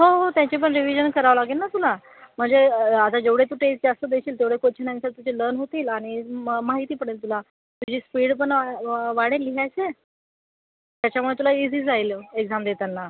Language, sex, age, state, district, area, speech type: Marathi, female, 60+, Maharashtra, Yavatmal, rural, conversation